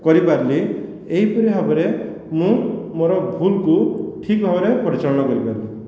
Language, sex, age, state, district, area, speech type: Odia, male, 18-30, Odisha, Khordha, rural, spontaneous